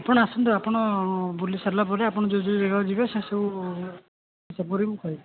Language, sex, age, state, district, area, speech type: Odia, male, 18-30, Odisha, Puri, urban, conversation